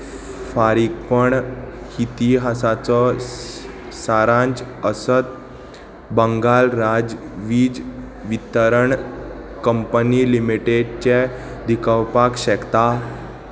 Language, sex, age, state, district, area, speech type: Goan Konkani, male, 18-30, Goa, Salcete, urban, read